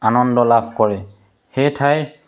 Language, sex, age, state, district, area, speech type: Assamese, male, 30-45, Assam, Sivasagar, rural, spontaneous